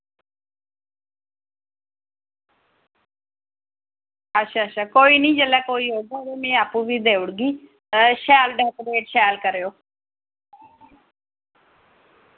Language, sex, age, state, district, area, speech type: Dogri, female, 30-45, Jammu and Kashmir, Reasi, rural, conversation